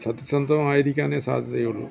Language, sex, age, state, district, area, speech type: Malayalam, male, 60+, Kerala, Kollam, rural, spontaneous